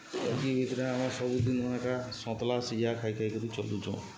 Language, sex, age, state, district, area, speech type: Odia, male, 30-45, Odisha, Subarnapur, urban, spontaneous